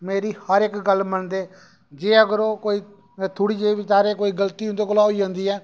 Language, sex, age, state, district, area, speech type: Dogri, male, 30-45, Jammu and Kashmir, Reasi, rural, spontaneous